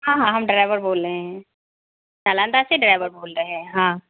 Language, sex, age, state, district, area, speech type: Hindi, female, 45-60, Bihar, Darbhanga, rural, conversation